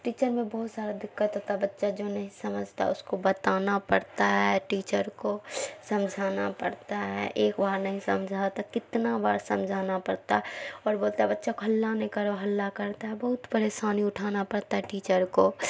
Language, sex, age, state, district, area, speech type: Urdu, female, 45-60, Bihar, Khagaria, rural, spontaneous